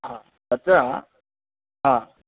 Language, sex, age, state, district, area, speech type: Sanskrit, male, 18-30, Karnataka, Udupi, rural, conversation